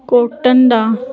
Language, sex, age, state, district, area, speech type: Punjabi, female, 30-45, Punjab, Jalandhar, urban, spontaneous